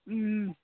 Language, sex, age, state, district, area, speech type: Assamese, female, 30-45, Assam, Sivasagar, rural, conversation